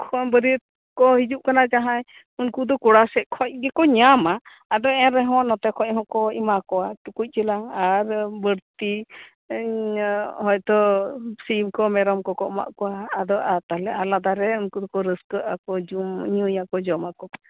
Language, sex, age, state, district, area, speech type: Santali, female, 45-60, West Bengal, Birbhum, rural, conversation